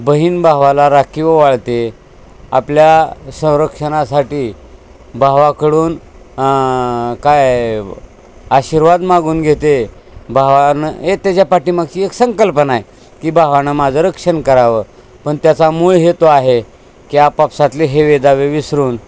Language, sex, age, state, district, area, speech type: Marathi, male, 60+, Maharashtra, Osmanabad, rural, spontaneous